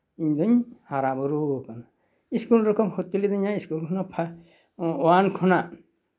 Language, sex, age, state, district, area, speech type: Santali, male, 60+, West Bengal, Bankura, rural, spontaneous